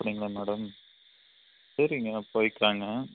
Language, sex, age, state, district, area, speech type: Tamil, male, 30-45, Tamil Nadu, Coimbatore, rural, conversation